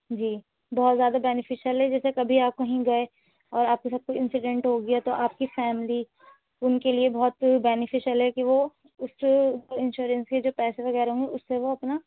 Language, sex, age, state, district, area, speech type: Urdu, female, 18-30, Delhi, North West Delhi, urban, conversation